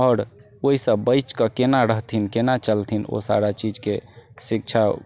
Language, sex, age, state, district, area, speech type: Maithili, male, 45-60, Bihar, Sitamarhi, urban, spontaneous